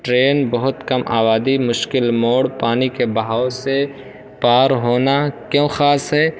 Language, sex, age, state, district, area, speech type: Urdu, male, 18-30, Uttar Pradesh, Balrampur, rural, spontaneous